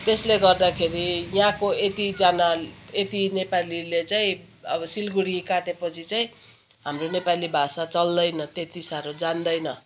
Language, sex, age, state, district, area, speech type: Nepali, female, 60+, West Bengal, Kalimpong, rural, spontaneous